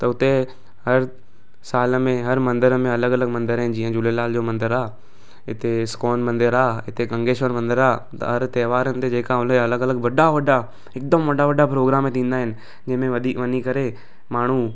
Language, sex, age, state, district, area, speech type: Sindhi, male, 18-30, Gujarat, Surat, urban, spontaneous